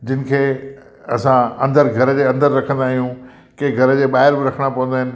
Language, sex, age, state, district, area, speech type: Sindhi, male, 60+, Gujarat, Kutch, urban, spontaneous